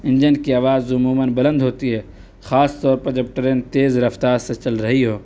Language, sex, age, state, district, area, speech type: Urdu, male, 18-30, Uttar Pradesh, Saharanpur, urban, spontaneous